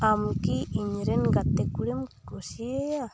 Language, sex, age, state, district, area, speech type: Santali, female, 18-30, West Bengal, Purulia, rural, read